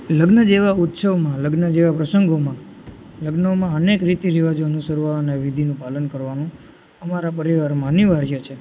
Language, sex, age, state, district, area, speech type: Gujarati, male, 18-30, Gujarat, Junagadh, urban, spontaneous